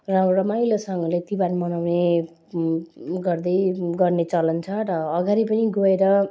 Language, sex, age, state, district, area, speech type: Nepali, female, 30-45, West Bengal, Jalpaiguri, rural, spontaneous